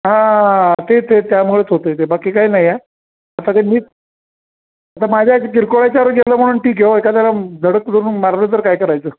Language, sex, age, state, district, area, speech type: Marathi, male, 60+, Maharashtra, Kolhapur, urban, conversation